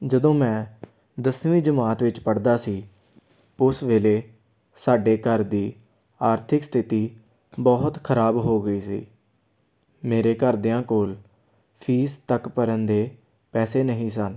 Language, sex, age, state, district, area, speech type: Punjabi, male, 18-30, Punjab, Amritsar, urban, spontaneous